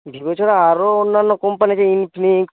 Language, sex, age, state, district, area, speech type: Bengali, male, 18-30, West Bengal, Paschim Medinipur, rural, conversation